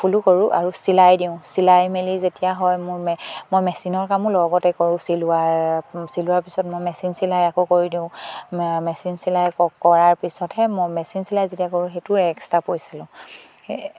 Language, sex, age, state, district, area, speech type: Assamese, female, 18-30, Assam, Sivasagar, rural, spontaneous